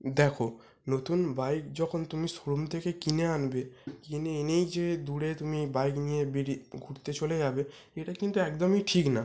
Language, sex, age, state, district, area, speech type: Bengali, male, 18-30, West Bengal, North 24 Parganas, urban, spontaneous